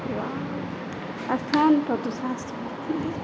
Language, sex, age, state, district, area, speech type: Maithili, female, 18-30, Bihar, Saharsa, rural, spontaneous